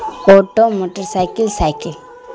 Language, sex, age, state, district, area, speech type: Urdu, female, 18-30, Bihar, Khagaria, rural, spontaneous